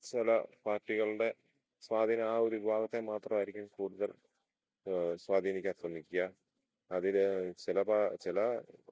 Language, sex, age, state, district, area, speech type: Malayalam, male, 30-45, Kerala, Idukki, rural, spontaneous